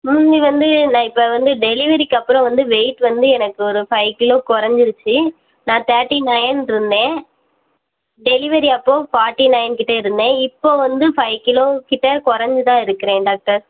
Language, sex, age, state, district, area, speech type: Tamil, female, 18-30, Tamil Nadu, Virudhunagar, rural, conversation